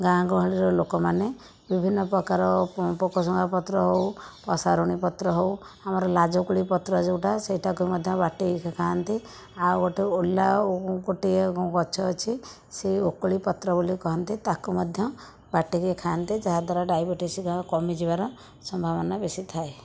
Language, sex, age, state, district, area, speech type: Odia, female, 60+, Odisha, Jajpur, rural, spontaneous